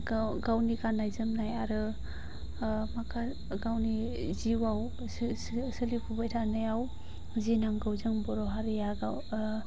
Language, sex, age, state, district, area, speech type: Bodo, female, 45-60, Assam, Chirang, urban, spontaneous